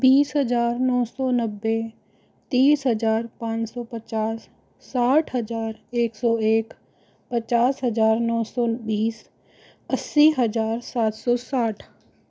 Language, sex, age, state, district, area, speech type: Hindi, male, 60+, Rajasthan, Jaipur, urban, spontaneous